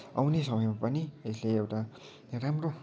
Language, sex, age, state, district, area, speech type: Nepali, male, 18-30, West Bengal, Kalimpong, rural, spontaneous